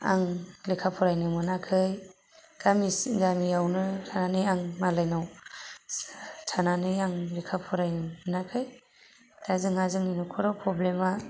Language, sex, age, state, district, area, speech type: Bodo, female, 18-30, Assam, Kokrajhar, rural, spontaneous